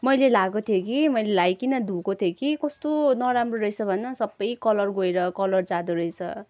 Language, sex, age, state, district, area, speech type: Nepali, female, 18-30, West Bengal, Kalimpong, rural, spontaneous